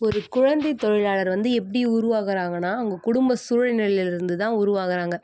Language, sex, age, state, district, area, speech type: Tamil, female, 18-30, Tamil Nadu, Chennai, urban, spontaneous